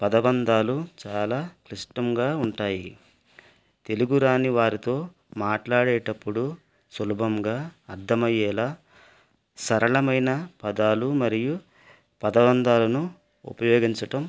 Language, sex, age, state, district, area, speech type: Telugu, male, 45-60, Andhra Pradesh, West Godavari, rural, spontaneous